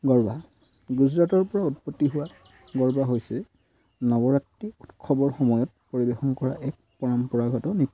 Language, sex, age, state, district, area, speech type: Assamese, male, 18-30, Assam, Sivasagar, rural, spontaneous